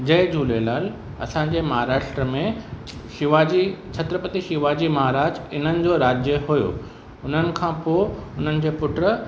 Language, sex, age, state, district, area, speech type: Sindhi, male, 30-45, Maharashtra, Mumbai Suburban, urban, spontaneous